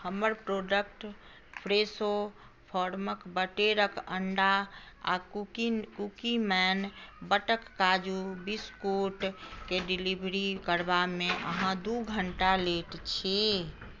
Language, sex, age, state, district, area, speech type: Maithili, female, 60+, Bihar, Madhubani, rural, read